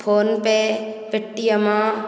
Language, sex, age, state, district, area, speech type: Odia, female, 30-45, Odisha, Nayagarh, rural, spontaneous